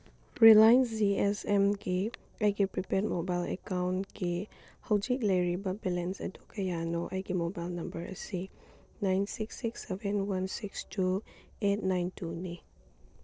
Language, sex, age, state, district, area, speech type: Manipuri, female, 30-45, Manipur, Chandel, rural, read